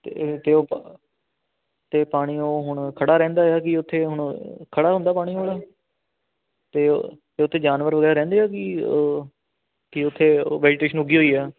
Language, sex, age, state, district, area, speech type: Punjabi, male, 18-30, Punjab, Ludhiana, urban, conversation